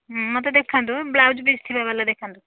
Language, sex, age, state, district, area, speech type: Odia, female, 30-45, Odisha, Nayagarh, rural, conversation